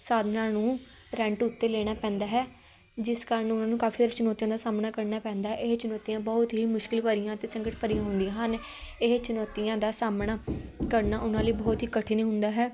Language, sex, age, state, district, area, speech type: Punjabi, female, 18-30, Punjab, Patiala, urban, spontaneous